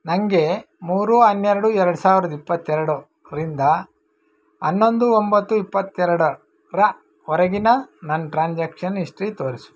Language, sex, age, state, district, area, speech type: Kannada, male, 45-60, Karnataka, Bangalore Rural, rural, read